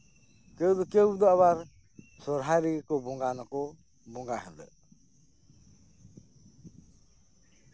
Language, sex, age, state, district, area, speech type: Santali, male, 45-60, West Bengal, Birbhum, rural, spontaneous